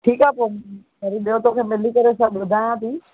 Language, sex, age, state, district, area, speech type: Sindhi, female, 45-60, Maharashtra, Thane, urban, conversation